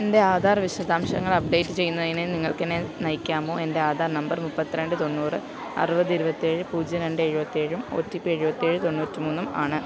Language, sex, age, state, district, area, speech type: Malayalam, female, 30-45, Kerala, Alappuzha, rural, read